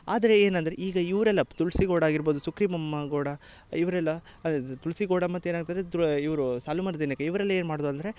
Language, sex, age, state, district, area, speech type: Kannada, male, 18-30, Karnataka, Uttara Kannada, rural, spontaneous